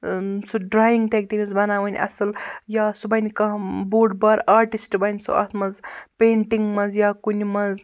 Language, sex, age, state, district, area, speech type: Kashmiri, male, 45-60, Jammu and Kashmir, Baramulla, rural, spontaneous